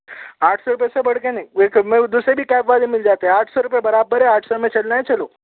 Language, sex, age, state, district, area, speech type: Urdu, male, 18-30, Telangana, Hyderabad, urban, conversation